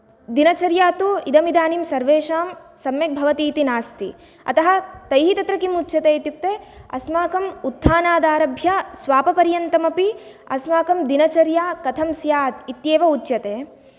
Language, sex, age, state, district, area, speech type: Sanskrit, female, 18-30, Karnataka, Bagalkot, urban, spontaneous